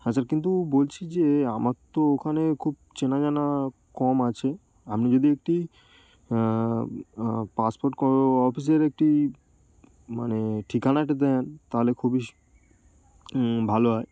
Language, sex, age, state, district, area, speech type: Bengali, male, 18-30, West Bengal, Darjeeling, urban, spontaneous